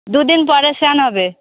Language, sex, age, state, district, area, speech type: Bengali, female, 30-45, West Bengal, Darjeeling, urban, conversation